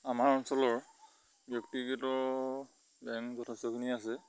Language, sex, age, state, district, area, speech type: Assamese, male, 30-45, Assam, Lakhimpur, rural, spontaneous